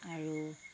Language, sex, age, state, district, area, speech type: Assamese, female, 60+, Assam, Tinsukia, rural, spontaneous